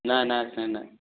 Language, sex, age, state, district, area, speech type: Assamese, male, 30-45, Assam, Sivasagar, rural, conversation